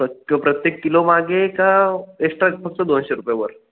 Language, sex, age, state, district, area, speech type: Marathi, male, 18-30, Maharashtra, Ratnagiri, rural, conversation